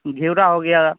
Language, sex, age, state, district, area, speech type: Hindi, male, 30-45, Bihar, Vaishali, urban, conversation